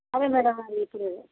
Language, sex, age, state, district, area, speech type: Telugu, female, 45-60, Telangana, Jagtial, rural, conversation